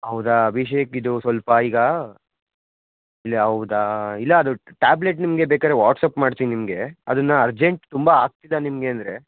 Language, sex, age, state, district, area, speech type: Kannada, male, 18-30, Karnataka, Mysore, rural, conversation